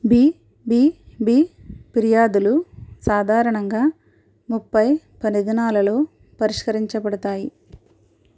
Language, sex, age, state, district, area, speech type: Telugu, female, 45-60, Andhra Pradesh, East Godavari, rural, read